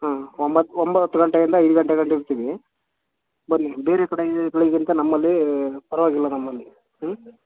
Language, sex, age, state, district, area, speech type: Kannada, male, 30-45, Karnataka, Mysore, rural, conversation